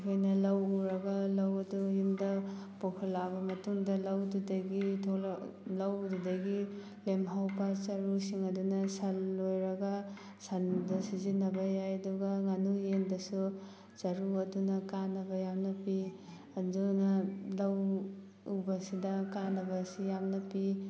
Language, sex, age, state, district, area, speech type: Manipuri, female, 18-30, Manipur, Thoubal, rural, spontaneous